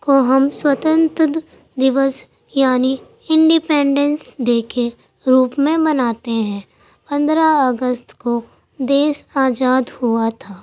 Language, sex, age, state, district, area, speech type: Urdu, female, 18-30, Delhi, Central Delhi, urban, spontaneous